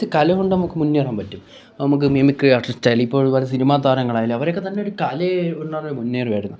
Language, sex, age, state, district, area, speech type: Malayalam, male, 18-30, Kerala, Kollam, rural, spontaneous